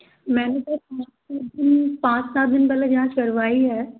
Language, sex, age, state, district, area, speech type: Hindi, female, 18-30, Madhya Pradesh, Gwalior, urban, conversation